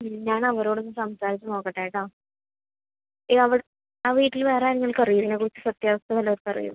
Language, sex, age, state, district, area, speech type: Malayalam, female, 30-45, Kerala, Thrissur, rural, conversation